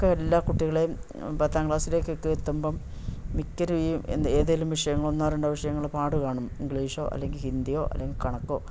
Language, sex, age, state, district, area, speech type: Malayalam, female, 45-60, Kerala, Idukki, rural, spontaneous